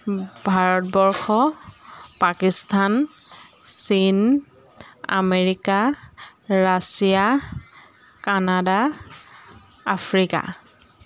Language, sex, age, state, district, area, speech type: Assamese, female, 45-60, Assam, Jorhat, urban, spontaneous